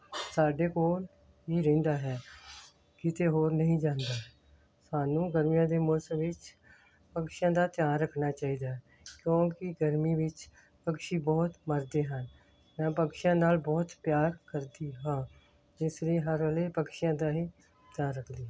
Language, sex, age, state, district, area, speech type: Punjabi, female, 60+, Punjab, Hoshiarpur, rural, spontaneous